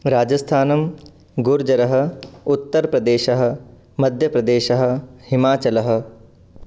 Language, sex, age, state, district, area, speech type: Sanskrit, male, 18-30, Rajasthan, Jodhpur, urban, spontaneous